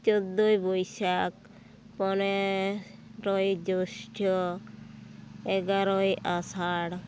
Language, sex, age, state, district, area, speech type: Santali, female, 45-60, West Bengal, Bankura, rural, spontaneous